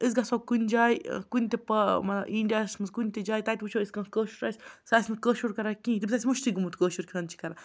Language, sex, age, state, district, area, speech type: Kashmiri, female, 30-45, Jammu and Kashmir, Baramulla, rural, spontaneous